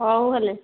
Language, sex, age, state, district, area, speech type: Odia, female, 30-45, Odisha, Sambalpur, rural, conversation